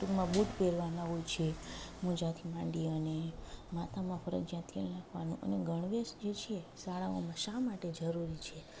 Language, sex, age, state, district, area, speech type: Gujarati, female, 30-45, Gujarat, Junagadh, rural, spontaneous